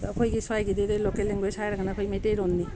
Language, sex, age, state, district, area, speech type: Manipuri, female, 45-60, Manipur, Tengnoupal, urban, spontaneous